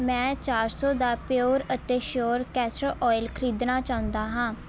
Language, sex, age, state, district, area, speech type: Punjabi, female, 18-30, Punjab, Shaheed Bhagat Singh Nagar, urban, read